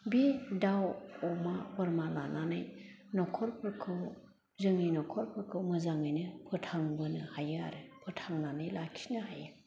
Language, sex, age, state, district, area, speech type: Bodo, female, 60+, Assam, Chirang, rural, spontaneous